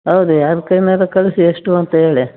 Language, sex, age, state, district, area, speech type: Kannada, female, 60+, Karnataka, Mandya, rural, conversation